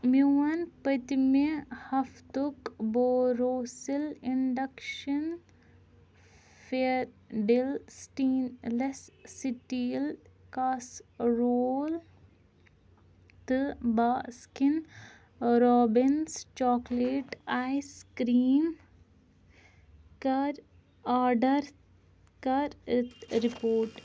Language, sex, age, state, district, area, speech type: Kashmiri, female, 18-30, Jammu and Kashmir, Ganderbal, rural, read